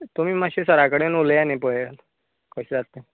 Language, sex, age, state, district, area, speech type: Goan Konkani, male, 30-45, Goa, Canacona, rural, conversation